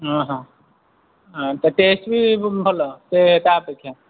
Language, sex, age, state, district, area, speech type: Odia, male, 18-30, Odisha, Nayagarh, rural, conversation